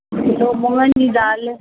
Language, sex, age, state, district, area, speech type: Sindhi, female, 60+, Uttar Pradesh, Lucknow, urban, conversation